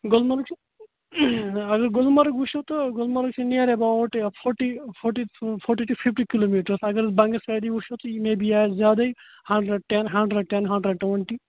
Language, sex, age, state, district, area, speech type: Kashmiri, male, 30-45, Jammu and Kashmir, Kupwara, urban, conversation